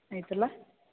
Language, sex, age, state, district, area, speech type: Kannada, male, 30-45, Karnataka, Belgaum, urban, conversation